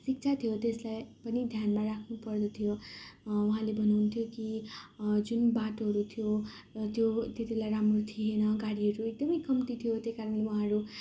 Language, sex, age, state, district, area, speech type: Nepali, female, 18-30, West Bengal, Darjeeling, rural, spontaneous